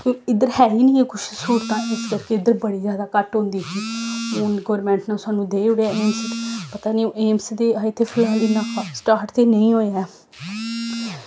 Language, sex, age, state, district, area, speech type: Dogri, female, 18-30, Jammu and Kashmir, Samba, rural, spontaneous